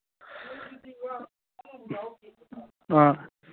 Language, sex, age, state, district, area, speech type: Manipuri, male, 30-45, Manipur, Kangpokpi, urban, conversation